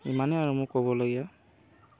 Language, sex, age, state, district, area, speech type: Assamese, male, 18-30, Assam, Dhemaji, rural, spontaneous